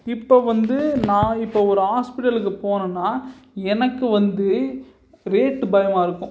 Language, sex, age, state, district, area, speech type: Tamil, male, 18-30, Tamil Nadu, Salem, urban, spontaneous